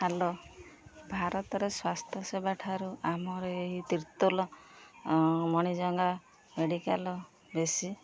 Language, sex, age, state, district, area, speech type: Odia, female, 30-45, Odisha, Jagatsinghpur, rural, spontaneous